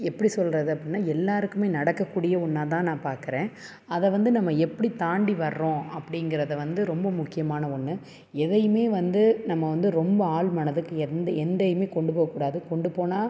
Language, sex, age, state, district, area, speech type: Tamil, female, 30-45, Tamil Nadu, Tiruppur, urban, spontaneous